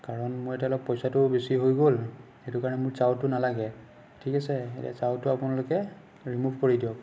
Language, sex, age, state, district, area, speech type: Assamese, male, 18-30, Assam, Nagaon, rural, spontaneous